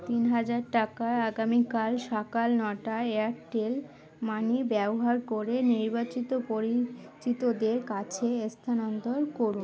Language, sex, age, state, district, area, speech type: Bengali, female, 18-30, West Bengal, Uttar Dinajpur, urban, read